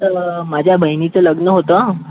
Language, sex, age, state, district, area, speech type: Marathi, male, 45-60, Maharashtra, Yavatmal, urban, conversation